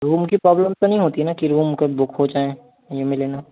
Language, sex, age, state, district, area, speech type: Hindi, male, 18-30, Madhya Pradesh, Seoni, urban, conversation